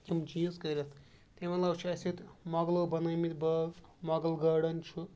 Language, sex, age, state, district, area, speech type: Kashmiri, male, 30-45, Jammu and Kashmir, Bandipora, urban, spontaneous